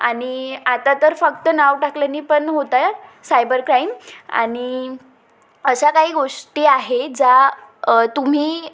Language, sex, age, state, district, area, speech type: Marathi, female, 18-30, Maharashtra, Wardha, rural, spontaneous